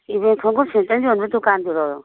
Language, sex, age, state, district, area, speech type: Manipuri, female, 45-60, Manipur, Imphal East, rural, conversation